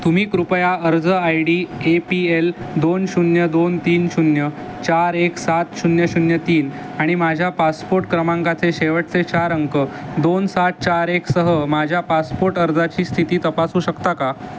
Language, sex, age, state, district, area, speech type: Marathi, male, 18-30, Maharashtra, Mumbai Suburban, urban, read